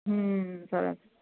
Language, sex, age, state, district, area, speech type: Gujarati, female, 45-60, Gujarat, Surat, urban, conversation